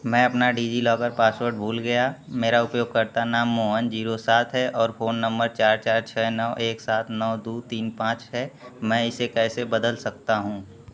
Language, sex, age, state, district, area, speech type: Hindi, male, 18-30, Uttar Pradesh, Mau, urban, read